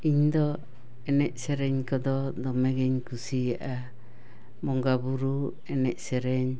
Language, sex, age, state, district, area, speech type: Santali, female, 60+, West Bengal, Paschim Bardhaman, urban, spontaneous